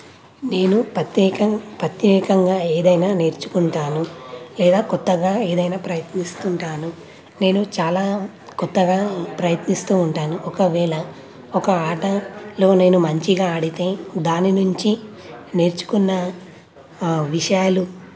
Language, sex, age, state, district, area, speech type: Telugu, male, 18-30, Telangana, Nalgonda, urban, spontaneous